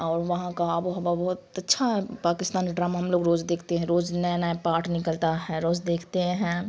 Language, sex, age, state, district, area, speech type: Urdu, female, 18-30, Bihar, Khagaria, rural, spontaneous